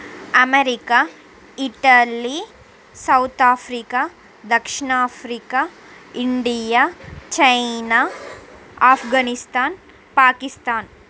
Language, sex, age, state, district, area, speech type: Telugu, female, 30-45, Andhra Pradesh, Srikakulam, urban, spontaneous